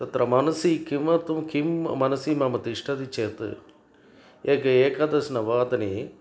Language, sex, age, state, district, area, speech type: Sanskrit, male, 60+, Tamil Nadu, Coimbatore, urban, spontaneous